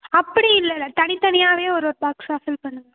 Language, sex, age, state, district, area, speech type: Tamil, female, 18-30, Tamil Nadu, Thanjavur, rural, conversation